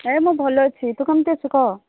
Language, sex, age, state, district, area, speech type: Odia, female, 30-45, Odisha, Sambalpur, rural, conversation